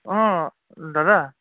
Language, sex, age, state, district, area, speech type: Assamese, male, 30-45, Assam, Charaideo, urban, conversation